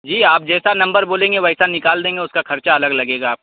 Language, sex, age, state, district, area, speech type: Urdu, male, 18-30, Bihar, Saharsa, rural, conversation